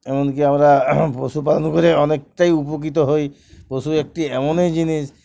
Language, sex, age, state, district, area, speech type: Bengali, male, 45-60, West Bengal, Uttar Dinajpur, urban, spontaneous